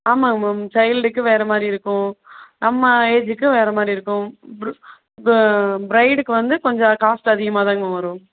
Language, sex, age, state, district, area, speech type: Tamil, female, 30-45, Tamil Nadu, Madurai, rural, conversation